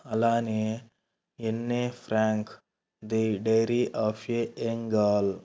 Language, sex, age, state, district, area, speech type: Telugu, male, 18-30, Andhra Pradesh, Kurnool, urban, spontaneous